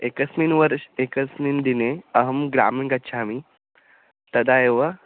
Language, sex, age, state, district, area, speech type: Sanskrit, male, 18-30, Maharashtra, Pune, urban, conversation